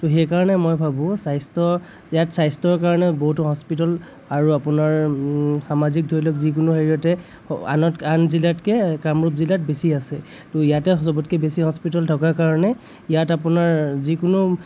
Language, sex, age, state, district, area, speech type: Assamese, male, 30-45, Assam, Kamrup Metropolitan, urban, spontaneous